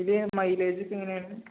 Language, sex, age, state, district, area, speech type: Malayalam, male, 18-30, Kerala, Malappuram, rural, conversation